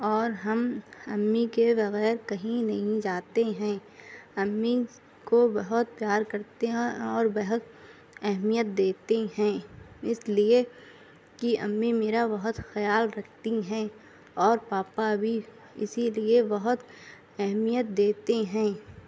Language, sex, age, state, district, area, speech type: Urdu, female, 18-30, Uttar Pradesh, Shahjahanpur, urban, spontaneous